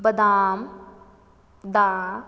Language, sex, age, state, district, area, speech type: Punjabi, female, 18-30, Punjab, Fazilka, rural, read